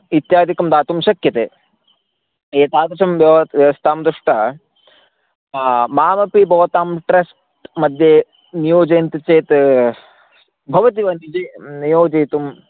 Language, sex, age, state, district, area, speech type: Sanskrit, male, 18-30, Karnataka, Chikkamagaluru, rural, conversation